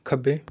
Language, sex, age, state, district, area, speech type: Punjabi, male, 30-45, Punjab, Rupnagar, rural, read